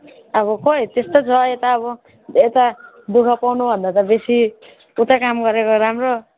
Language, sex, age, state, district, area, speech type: Nepali, male, 18-30, West Bengal, Alipurduar, urban, conversation